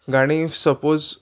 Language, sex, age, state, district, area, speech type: Goan Konkani, male, 18-30, Goa, Murmgao, urban, spontaneous